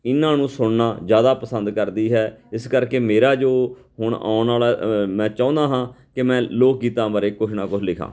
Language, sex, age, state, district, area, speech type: Punjabi, male, 45-60, Punjab, Fatehgarh Sahib, urban, spontaneous